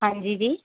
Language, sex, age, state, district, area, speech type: Punjabi, female, 30-45, Punjab, Mohali, urban, conversation